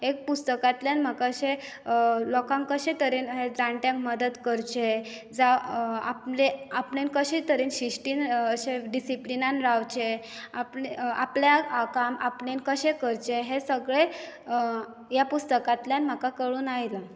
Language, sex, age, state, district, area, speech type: Goan Konkani, female, 18-30, Goa, Bardez, rural, spontaneous